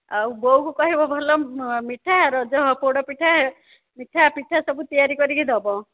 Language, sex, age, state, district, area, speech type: Odia, female, 30-45, Odisha, Dhenkanal, rural, conversation